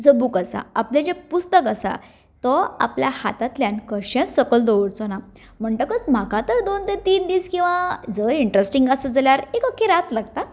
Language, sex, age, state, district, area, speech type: Goan Konkani, female, 30-45, Goa, Ponda, rural, spontaneous